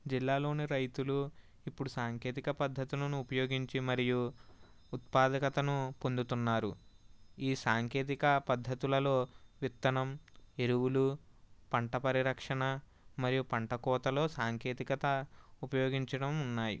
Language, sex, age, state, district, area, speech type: Telugu, male, 30-45, Andhra Pradesh, East Godavari, rural, spontaneous